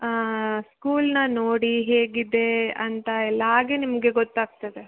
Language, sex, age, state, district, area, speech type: Kannada, female, 18-30, Karnataka, Tumkur, urban, conversation